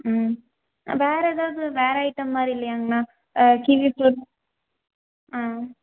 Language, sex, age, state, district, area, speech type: Tamil, female, 18-30, Tamil Nadu, Erode, rural, conversation